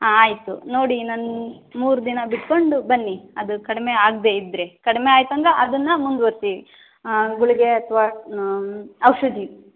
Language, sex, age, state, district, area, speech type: Kannada, female, 18-30, Karnataka, Davanagere, rural, conversation